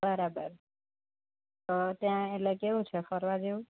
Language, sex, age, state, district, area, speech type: Gujarati, female, 18-30, Gujarat, Valsad, rural, conversation